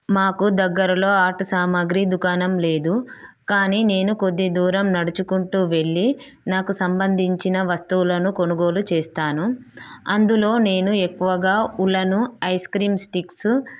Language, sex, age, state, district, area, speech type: Telugu, female, 30-45, Telangana, Peddapalli, rural, spontaneous